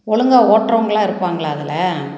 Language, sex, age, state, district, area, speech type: Tamil, female, 45-60, Tamil Nadu, Tiruppur, rural, spontaneous